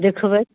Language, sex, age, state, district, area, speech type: Maithili, female, 45-60, Bihar, Muzaffarpur, rural, conversation